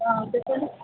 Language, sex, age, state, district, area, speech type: Telugu, female, 30-45, Telangana, Nizamabad, urban, conversation